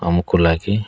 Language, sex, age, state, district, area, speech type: Odia, male, 30-45, Odisha, Kalahandi, rural, spontaneous